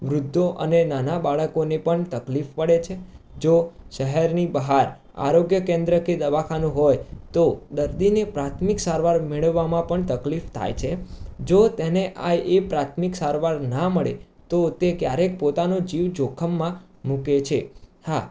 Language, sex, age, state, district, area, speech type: Gujarati, male, 18-30, Gujarat, Mehsana, urban, spontaneous